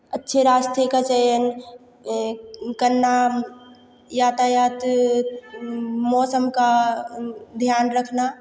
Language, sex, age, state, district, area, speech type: Hindi, female, 18-30, Madhya Pradesh, Hoshangabad, rural, spontaneous